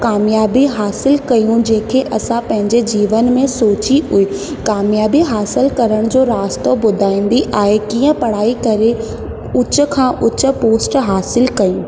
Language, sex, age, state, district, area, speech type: Sindhi, female, 18-30, Rajasthan, Ajmer, urban, spontaneous